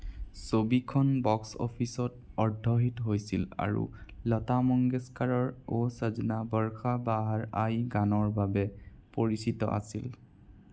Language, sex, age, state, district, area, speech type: Assamese, male, 18-30, Assam, Sonitpur, rural, read